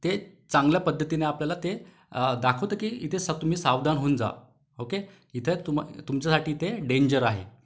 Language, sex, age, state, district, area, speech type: Marathi, male, 30-45, Maharashtra, Wardha, urban, spontaneous